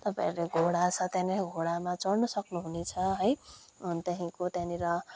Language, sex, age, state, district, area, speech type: Nepali, male, 18-30, West Bengal, Kalimpong, rural, spontaneous